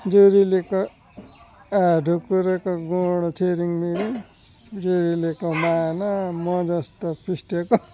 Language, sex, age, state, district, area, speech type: Nepali, male, 60+, West Bengal, Alipurduar, urban, spontaneous